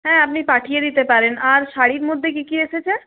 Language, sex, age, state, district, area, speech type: Bengali, female, 60+, West Bengal, Purulia, urban, conversation